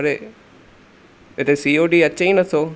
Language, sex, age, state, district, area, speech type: Sindhi, male, 18-30, Maharashtra, Thane, rural, spontaneous